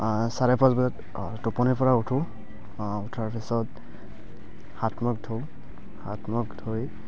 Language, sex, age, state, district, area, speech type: Assamese, male, 18-30, Assam, Barpeta, rural, spontaneous